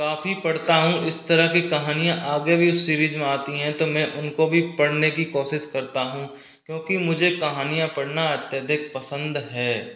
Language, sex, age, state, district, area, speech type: Hindi, male, 18-30, Rajasthan, Karauli, rural, spontaneous